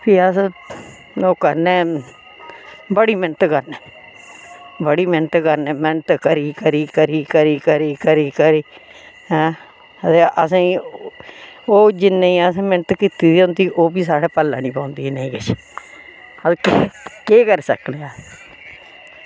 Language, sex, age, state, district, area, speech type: Dogri, female, 60+, Jammu and Kashmir, Reasi, rural, spontaneous